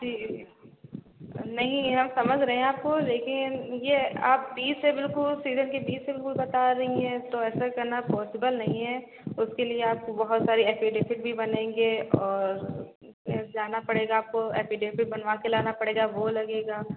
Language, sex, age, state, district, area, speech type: Hindi, female, 30-45, Uttar Pradesh, Sitapur, rural, conversation